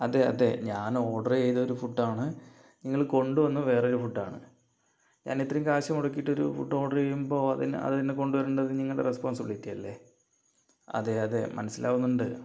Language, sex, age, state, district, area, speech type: Malayalam, male, 30-45, Kerala, Palakkad, rural, spontaneous